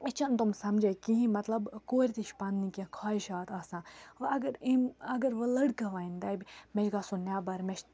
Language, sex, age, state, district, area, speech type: Kashmiri, female, 18-30, Jammu and Kashmir, Baramulla, urban, spontaneous